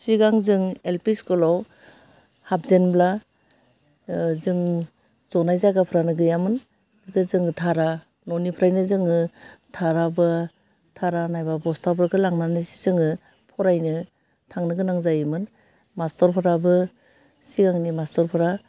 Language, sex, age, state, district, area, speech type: Bodo, female, 60+, Assam, Udalguri, urban, spontaneous